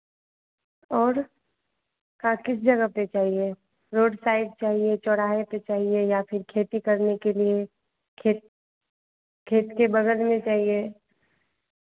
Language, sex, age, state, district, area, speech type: Hindi, female, 18-30, Bihar, Madhepura, rural, conversation